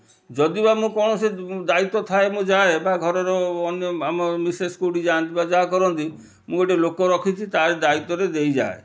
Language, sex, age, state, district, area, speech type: Odia, male, 45-60, Odisha, Kendrapara, urban, spontaneous